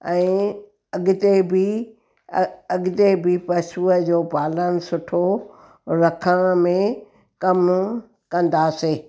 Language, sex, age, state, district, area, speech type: Sindhi, female, 60+, Gujarat, Surat, urban, spontaneous